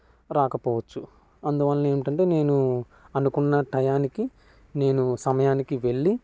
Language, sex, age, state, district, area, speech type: Telugu, male, 18-30, Andhra Pradesh, Konaseema, rural, spontaneous